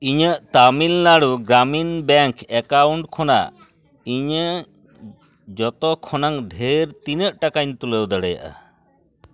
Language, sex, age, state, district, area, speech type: Santali, male, 45-60, West Bengal, Purulia, rural, read